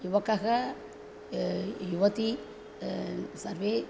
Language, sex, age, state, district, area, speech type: Sanskrit, female, 60+, Tamil Nadu, Chennai, urban, spontaneous